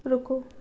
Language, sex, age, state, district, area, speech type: Hindi, female, 18-30, Madhya Pradesh, Chhindwara, urban, read